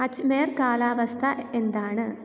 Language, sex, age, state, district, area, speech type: Malayalam, female, 18-30, Kerala, Kottayam, rural, read